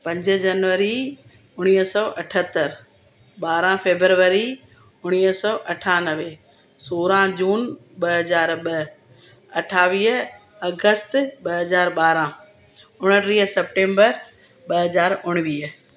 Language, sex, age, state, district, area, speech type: Sindhi, female, 60+, Gujarat, Surat, urban, spontaneous